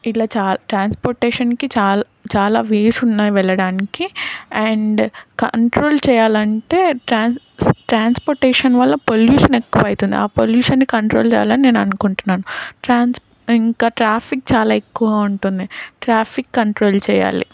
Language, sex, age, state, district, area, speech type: Telugu, female, 18-30, Telangana, Karimnagar, urban, spontaneous